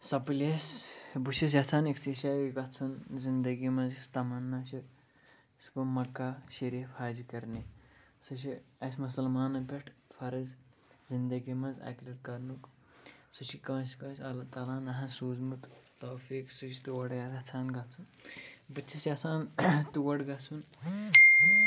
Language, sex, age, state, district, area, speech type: Kashmiri, male, 18-30, Jammu and Kashmir, Pulwama, urban, spontaneous